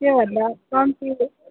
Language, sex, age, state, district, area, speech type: Nepali, female, 45-60, West Bengal, Alipurduar, rural, conversation